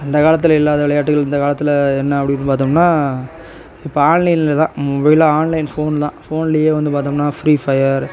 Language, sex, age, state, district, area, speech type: Tamil, male, 30-45, Tamil Nadu, Tiruvarur, rural, spontaneous